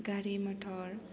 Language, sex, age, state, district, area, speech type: Bodo, female, 18-30, Assam, Baksa, rural, spontaneous